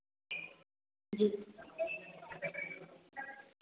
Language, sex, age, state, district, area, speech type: Hindi, female, 18-30, Bihar, Begusarai, urban, conversation